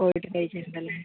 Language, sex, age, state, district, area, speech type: Malayalam, female, 30-45, Kerala, Palakkad, rural, conversation